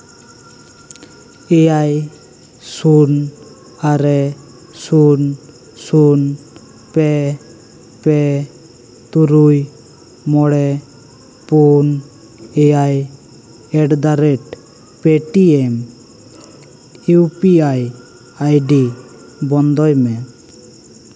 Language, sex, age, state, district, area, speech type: Santali, male, 18-30, West Bengal, Bankura, rural, read